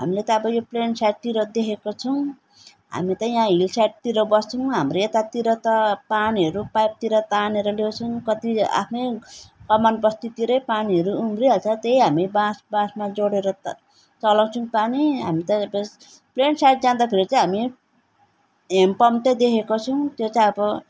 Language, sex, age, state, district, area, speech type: Nepali, female, 45-60, West Bengal, Darjeeling, rural, spontaneous